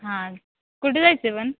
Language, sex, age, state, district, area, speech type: Marathi, female, 18-30, Maharashtra, Satara, rural, conversation